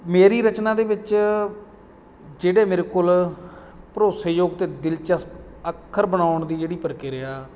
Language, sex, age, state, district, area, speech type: Punjabi, male, 30-45, Punjab, Bathinda, rural, spontaneous